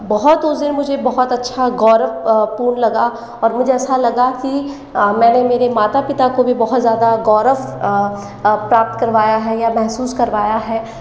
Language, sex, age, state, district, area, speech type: Hindi, female, 18-30, Rajasthan, Jaipur, urban, spontaneous